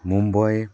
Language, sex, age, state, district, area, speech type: Nepali, male, 45-60, West Bengal, Jalpaiguri, urban, spontaneous